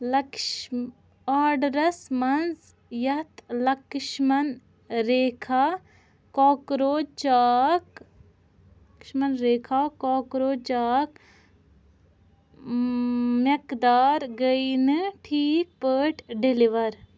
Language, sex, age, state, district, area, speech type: Kashmiri, female, 18-30, Jammu and Kashmir, Ganderbal, rural, read